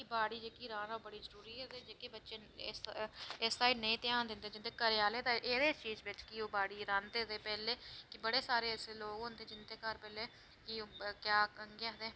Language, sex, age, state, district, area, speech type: Dogri, female, 18-30, Jammu and Kashmir, Reasi, rural, spontaneous